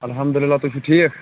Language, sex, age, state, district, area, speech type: Kashmiri, female, 18-30, Jammu and Kashmir, Kulgam, rural, conversation